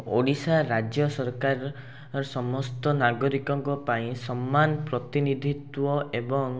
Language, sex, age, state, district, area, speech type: Odia, male, 18-30, Odisha, Rayagada, urban, spontaneous